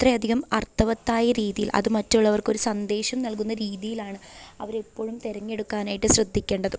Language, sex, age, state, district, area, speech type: Malayalam, female, 18-30, Kerala, Pathanamthitta, urban, spontaneous